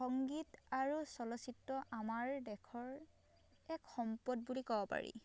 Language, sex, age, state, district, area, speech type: Assamese, female, 18-30, Assam, Dhemaji, rural, spontaneous